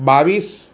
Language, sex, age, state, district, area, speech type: Gujarati, male, 60+, Gujarat, Surat, urban, spontaneous